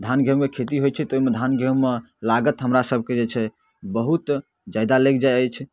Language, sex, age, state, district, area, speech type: Maithili, male, 18-30, Bihar, Darbhanga, rural, spontaneous